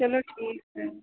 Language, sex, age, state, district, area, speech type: Hindi, female, 45-60, Uttar Pradesh, Ayodhya, rural, conversation